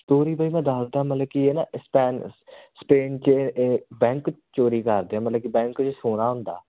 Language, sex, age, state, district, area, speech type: Punjabi, male, 18-30, Punjab, Muktsar, urban, conversation